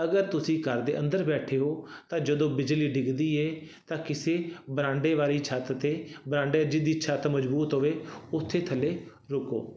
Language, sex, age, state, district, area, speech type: Punjabi, male, 30-45, Punjab, Fazilka, urban, spontaneous